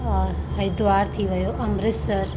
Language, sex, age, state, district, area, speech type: Sindhi, female, 30-45, Uttar Pradesh, Lucknow, urban, spontaneous